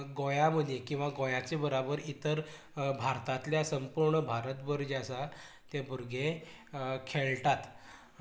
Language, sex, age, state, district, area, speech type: Goan Konkani, male, 18-30, Goa, Canacona, rural, spontaneous